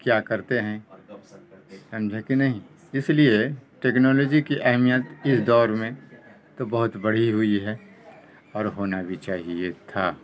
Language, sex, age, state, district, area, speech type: Urdu, male, 60+, Bihar, Khagaria, rural, spontaneous